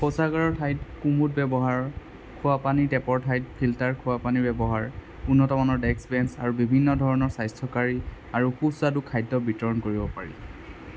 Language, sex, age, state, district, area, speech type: Assamese, male, 18-30, Assam, Sonitpur, rural, spontaneous